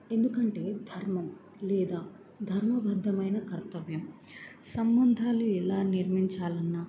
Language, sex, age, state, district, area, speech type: Telugu, female, 18-30, Andhra Pradesh, Bapatla, rural, spontaneous